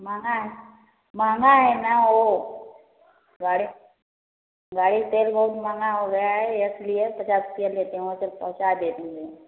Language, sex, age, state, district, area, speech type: Hindi, female, 30-45, Uttar Pradesh, Prayagraj, rural, conversation